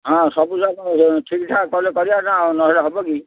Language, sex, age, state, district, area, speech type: Odia, male, 60+, Odisha, Gajapati, rural, conversation